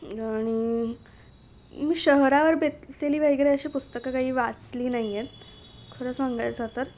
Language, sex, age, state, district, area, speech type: Marathi, female, 18-30, Maharashtra, Nashik, urban, spontaneous